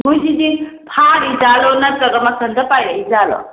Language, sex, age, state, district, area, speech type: Manipuri, female, 30-45, Manipur, Imphal West, rural, conversation